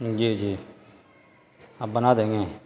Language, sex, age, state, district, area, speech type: Urdu, male, 45-60, Bihar, Gaya, urban, spontaneous